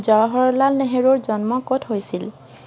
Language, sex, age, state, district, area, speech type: Assamese, female, 45-60, Assam, Charaideo, urban, read